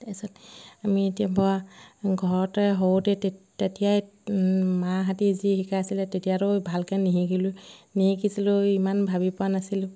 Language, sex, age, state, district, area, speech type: Assamese, female, 30-45, Assam, Sivasagar, rural, spontaneous